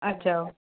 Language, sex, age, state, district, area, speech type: Sindhi, female, 45-60, Uttar Pradesh, Lucknow, urban, conversation